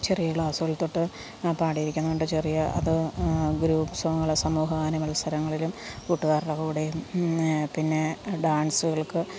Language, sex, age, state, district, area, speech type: Malayalam, female, 30-45, Kerala, Alappuzha, rural, spontaneous